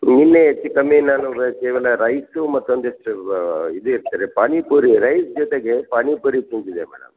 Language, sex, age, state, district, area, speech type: Kannada, male, 60+, Karnataka, Gulbarga, urban, conversation